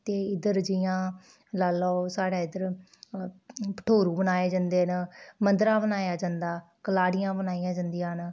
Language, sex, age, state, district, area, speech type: Dogri, female, 18-30, Jammu and Kashmir, Udhampur, rural, spontaneous